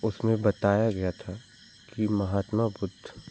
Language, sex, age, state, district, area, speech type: Hindi, male, 18-30, Madhya Pradesh, Jabalpur, urban, spontaneous